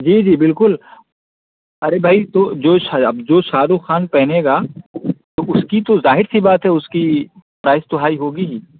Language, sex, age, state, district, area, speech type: Urdu, male, 30-45, Uttar Pradesh, Azamgarh, rural, conversation